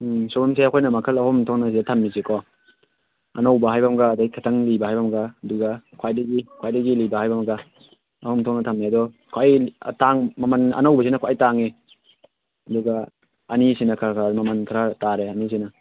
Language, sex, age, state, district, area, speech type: Manipuri, male, 18-30, Manipur, Tengnoupal, rural, conversation